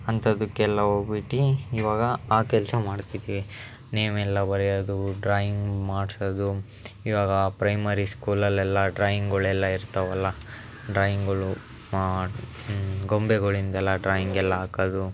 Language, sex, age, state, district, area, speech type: Kannada, male, 18-30, Karnataka, Chitradurga, rural, spontaneous